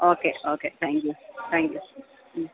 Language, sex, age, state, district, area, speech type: Malayalam, female, 30-45, Kerala, Kottayam, urban, conversation